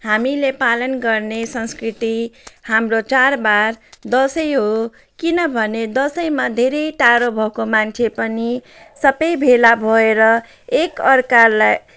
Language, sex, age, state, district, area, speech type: Nepali, female, 45-60, West Bengal, Jalpaiguri, rural, spontaneous